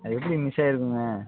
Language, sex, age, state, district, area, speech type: Tamil, male, 18-30, Tamil Nadu, Madurai, urban, conversation